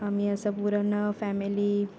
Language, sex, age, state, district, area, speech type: Marathi, female, 18-30, Maharashtra, Ratnagiri, rural, spontaneous